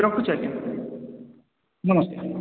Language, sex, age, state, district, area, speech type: Odia, male, 30-45, Odisha, Khordha, rural, conversation